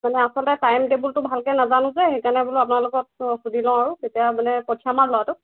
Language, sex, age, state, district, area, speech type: Assamese, female, 30-45, Assam, Golaghat, rural, conversation